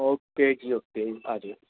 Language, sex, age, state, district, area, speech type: Punjabi, male, 45-60, Punjab, Barnala, urban, conversation